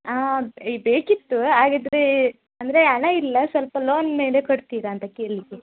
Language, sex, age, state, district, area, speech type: Kannada, female, 18-30, Karnataka, Udupi, rural, conversation